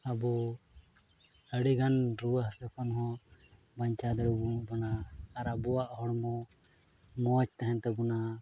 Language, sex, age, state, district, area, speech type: Santali, male, 18-30, Jharkhand, Pakur, rural, spontaneous